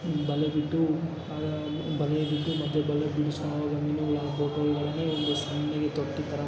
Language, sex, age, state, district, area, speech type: Kannada, male, 45-60, Karnataka, Kolar, rural, spontaneous